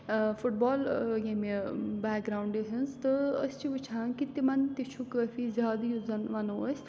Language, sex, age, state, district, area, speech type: Kashmiri, female, 18-30, Jammu and Kashmir, Srinagar, urban, spontaneous